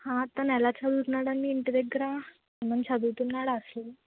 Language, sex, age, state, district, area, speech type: Telugu, female, 18-30, Andhra Pradesh, Kakinada, rural, conversation